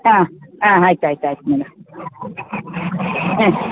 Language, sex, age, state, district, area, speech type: Kannada, female, 30-45, Karnataka, Kodagu, rural, conversation